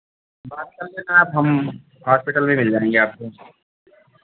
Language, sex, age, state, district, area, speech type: Hindi, male, 45-60, Uttar Pradesh, Ayodhya, rural, conversation